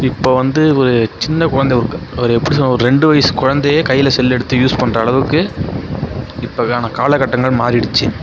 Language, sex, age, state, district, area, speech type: Tamil, male, 18-30, Tamil Nadu, Mayiladuthurai, rural, spontaneous